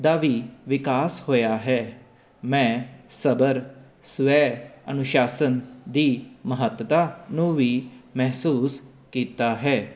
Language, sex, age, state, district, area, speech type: Punjabi, male, 30-45, Punjab, Jalandhar, urban, spontaneous